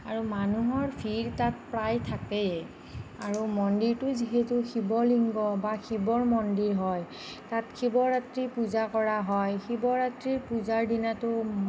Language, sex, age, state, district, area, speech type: Assamese, female, 45-60, Assam, Nagaon, rural, spontaneous